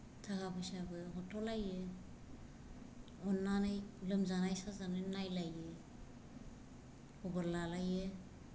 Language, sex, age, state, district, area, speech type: Bodo, female, 45-60, Assam, Kokrajhar, rural, spontaneous